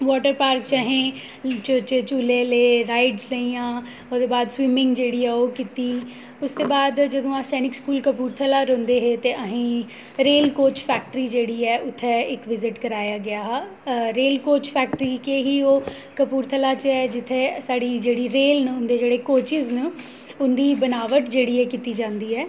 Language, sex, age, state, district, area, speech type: Dogri, female, 30-45, Jammu and Kashmir, Jammu, urban, spontaneous